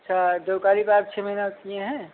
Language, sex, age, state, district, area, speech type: Hindi, male, 45-60, Uttar Pradesh, Ayodhya, rural, conversation